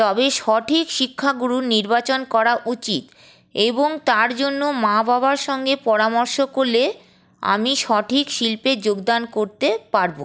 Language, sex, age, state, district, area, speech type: Bengali, female, 30-45, West Bengal, Paschim Bardhaman, rural, spontaneous